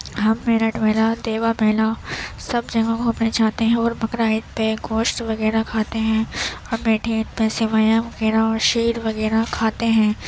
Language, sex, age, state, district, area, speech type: Urdu, female, 18-30, Uttar Pradesh, Gautam Buddha Nagar, rural, spontaneous